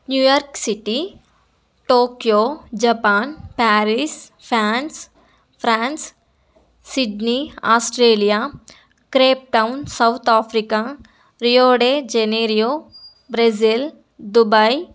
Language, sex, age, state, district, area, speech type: Telugu, female, 18-30, Andhra Pradesh, Nellore, rural, spontaneous